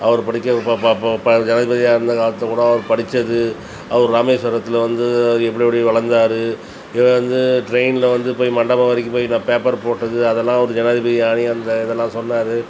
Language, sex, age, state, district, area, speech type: Tamil, male, 45-60, Tamil Nadu, Tiruchirappalli, rural, spontaneous